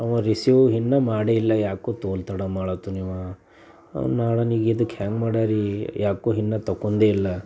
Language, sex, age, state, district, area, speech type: Kannada, male, 45-60, Karnataka, Bidar, urban, spontaneous